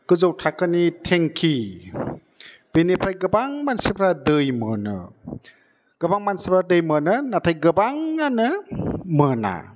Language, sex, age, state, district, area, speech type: Bodo, male, 60+, Assam, Chirang, urban, spontaneous